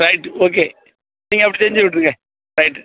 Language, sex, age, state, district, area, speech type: Tamil, male, 45-60, Tamil Nadu, Thoothukudi, rural, conversation